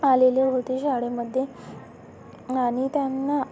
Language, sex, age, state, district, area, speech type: Marathi, female, 18-30, Maharashtra, Amravati, rural, spontaneous